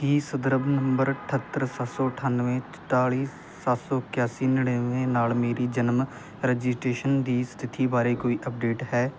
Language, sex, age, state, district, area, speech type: Punjabi, male, 18-30, Punjab, Muktsar, rural, read